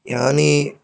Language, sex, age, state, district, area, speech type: Sanskrit, male, 18-30, Karnataka, Chikkamagaluru, rural, spontaneous